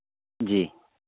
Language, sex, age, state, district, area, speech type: Hindi, male, 60+, Madhya Pradesh, Hoshangabad, rural, conversation